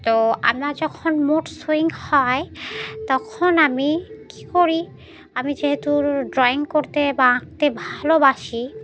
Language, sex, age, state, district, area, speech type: Bengali, female, 30-45, West Bengal, Murshidabad, urban, spontaneous